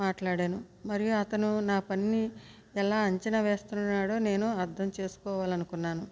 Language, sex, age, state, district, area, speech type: Telugu, female, 60+, Andhra Pradesh, West Godavari, rural, spontaneous